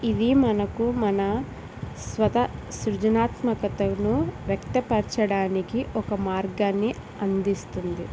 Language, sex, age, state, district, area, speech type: Telugu, female, 30-45, Andhra Pradesh, East Godavari, rural, spontaneous